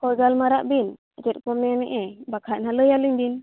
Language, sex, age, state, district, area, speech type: Santali, female, 18-30, Jharkhand, Seraikela Kharsawan, rural, conversation